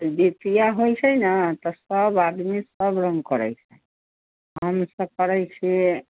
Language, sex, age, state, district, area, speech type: Maithili, female, 60+, Bihar, Sitamarhi, rural, conversation